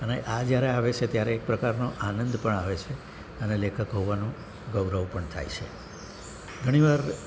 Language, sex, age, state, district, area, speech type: Gujarati, male, 60+, Gujarat, Surat, urban, spontaneous